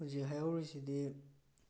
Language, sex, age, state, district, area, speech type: Manipuri, male, 18-30, Manipur, Tengnoupal, rural, spontaneous